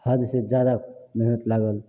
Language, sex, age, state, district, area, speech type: Maithili, male, 18-30, Bihar, Samastipur, rural, spontaneous